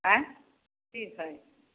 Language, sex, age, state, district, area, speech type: Maithili, female, 60+, Bihar, Sitamarhi, rural, conversation